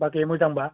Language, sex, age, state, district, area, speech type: Bodo, male, 18-30, Assam, Udalguri, urban, conversation